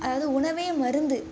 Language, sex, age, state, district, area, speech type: Tamil, female, 18-30, Tamil Nadu, Nagapattinam, rural, spontaneous